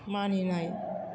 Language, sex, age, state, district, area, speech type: Bodo, female, 60+, Assam, Chirang, rural, read